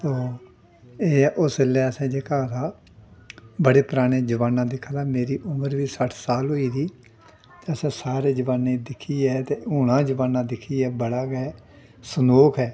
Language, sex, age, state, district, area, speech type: Dogri, male, 60+, Jammu and Kashmir, Udhampur, rural, spontaneous